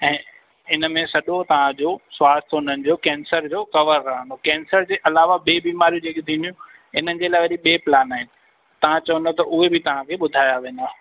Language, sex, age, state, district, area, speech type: Sindhi, male, 18-30, Madhya Pradesh, Katni, urban, conversation